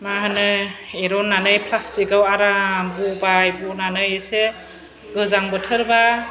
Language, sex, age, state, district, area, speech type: Bodo, female, 30-45, Assam, Chirang, urban, spontaneous